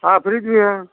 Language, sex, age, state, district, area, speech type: Hindi, male, 60+, Uttar Pradesh, Ayodhya, rural, conversation